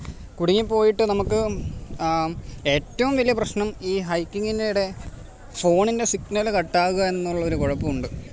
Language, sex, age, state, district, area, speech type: Malayalam, male, 30-45, Kerala, Alappuzha, rural, spontaneous